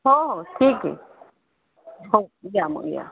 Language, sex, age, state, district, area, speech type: Marathi, female, 30-45, Maharashtra, Buldhana, rural, conversation